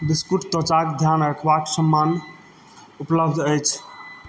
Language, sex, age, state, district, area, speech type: Maithili, male, 30-45, Bihar, Madhubani, rural, read